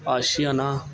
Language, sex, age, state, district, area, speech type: Punjabi, male, 30-45, Punjab, Gurdaspur, urban, spontaneous